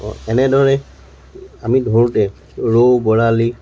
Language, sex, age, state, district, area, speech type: Assamese, male, 60+, Assam, Tinsukia, rural, spontaneous